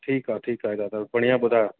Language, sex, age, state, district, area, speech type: Sindhi, male, 30-45, Uttar Pradesh, Lucknow, rural, conversation